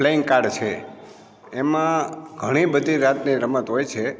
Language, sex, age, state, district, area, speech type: Gujarati, male, 60+, Gujarat, Amreli, rural, spontaneous